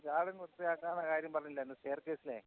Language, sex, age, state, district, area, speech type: Malayalam, male, 45-60, Kerala, Kottayam, rural, conversation